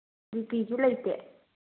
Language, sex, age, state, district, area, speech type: Manipuri, female, 30-45, Manipur, Senapati, rural, conversation